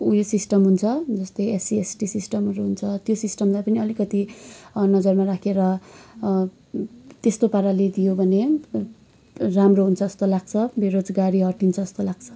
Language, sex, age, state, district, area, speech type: Nepali, female, 18-30, West Bengal, Kalimpong, rural, spontaneous